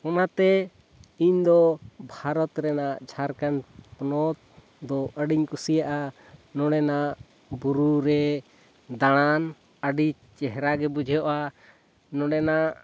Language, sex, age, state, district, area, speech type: Santali, male, 30-45, Jharkhand, Seraikela Kharsawan, rural, spontaneous